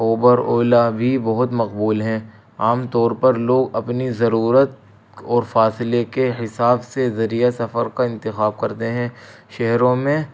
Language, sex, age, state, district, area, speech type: Urdu, male, 18-30, Delhi, North East Delhi, urban, spontaneous